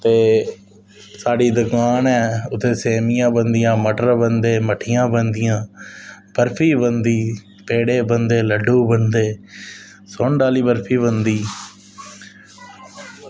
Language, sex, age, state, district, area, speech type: Dogri, male, 30-45, Jammu and Kashmir, Samba, rural, spontaneous